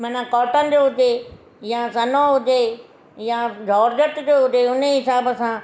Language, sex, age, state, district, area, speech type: Sindhi, female, 60+, Gujarat, Surat, urban, spontaneous